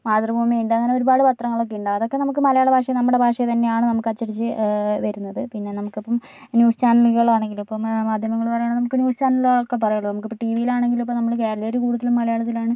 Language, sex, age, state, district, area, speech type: Malayalam, female, 30-45, Kerala, Kozhikode, urban, spontaneous